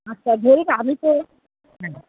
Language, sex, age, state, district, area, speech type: Bengali, female, 60+, West Bengal, North 24 Parganas, urban, conversation